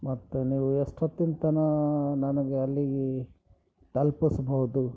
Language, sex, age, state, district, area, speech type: Kannada, male, 45-60, Karnataka, Bidar, urban, spontaneous